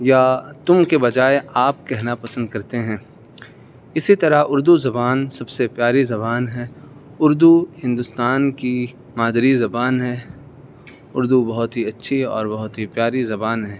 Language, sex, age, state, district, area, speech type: Urdu, male, 18-30, Uttar Pradesh, Saharanpur, urban, spontaneous